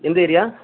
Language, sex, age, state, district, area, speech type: Tamil, male, 30-45, Tamil Nadu, Thanjavur, rural, conversation